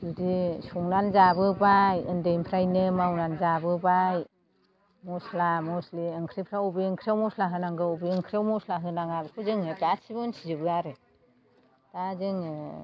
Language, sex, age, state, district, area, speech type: Bodo, female, 60+, Assam, Chirang, rural, spontaneous